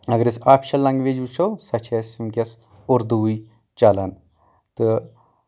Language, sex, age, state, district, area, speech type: Kashmiri, male, 45-60, Jammu and Kashmir, Anantnag, rural, spontaneous